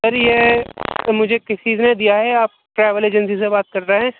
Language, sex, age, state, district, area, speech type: Urdu, male, 18-30, Delhi, Central Delhi, urban, conversation